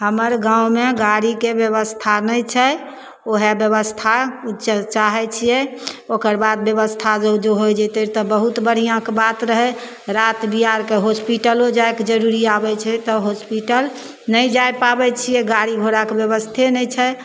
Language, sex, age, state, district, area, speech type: Maithili, female, 60+, Bihar, Begusarai, rural, spontaneous